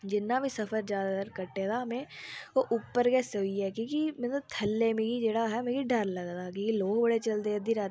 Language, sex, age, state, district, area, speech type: Dogri, female, 18-30, Jammu and Kashmir, Udhampur, rural, spontaneous